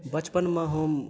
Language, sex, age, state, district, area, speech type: Maithili, other, 18-30, Bihar, Madhubani, rural, spontaneous